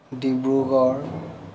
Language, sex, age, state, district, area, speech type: Assamese, male, 18-30, Assam, Lakhimpur, rural, spontaneous